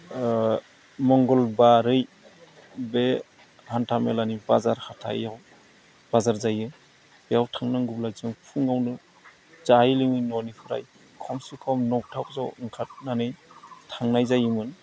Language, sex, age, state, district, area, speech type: Bodo, male, 45-60, Assam, Udalguri, rural, spontaneous